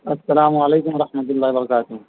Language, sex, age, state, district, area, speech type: Urdu, male, 30-45, Bihar, East Champaran, urban, conversation